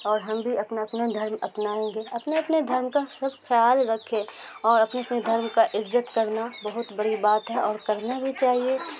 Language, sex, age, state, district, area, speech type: Urdu, female, 30-45, Bihar, Supaul, rural, spontaneous